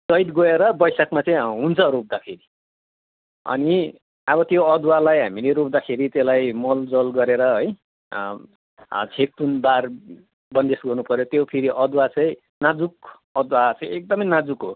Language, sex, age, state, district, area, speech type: Nepali, male, 45-60, West Bengal, Kalimpong, rural, conversation